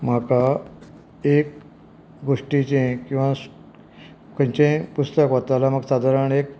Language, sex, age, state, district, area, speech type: Goan Konkani, female, 60+, Goa, Canacona, rural, spontaneous